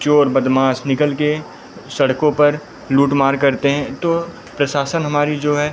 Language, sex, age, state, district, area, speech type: Hindi, male, 18-30, Uttar Pradesh, Pratapgarh, urban, spontaneous